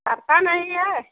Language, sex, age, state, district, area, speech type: Hindi, female, 45-60, Uttar Pradesh, Ayodhya, rural, conversation